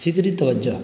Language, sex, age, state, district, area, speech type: Urdu, male, 18-30, Uttar Pradesh, Balrampur, rural, spontaneous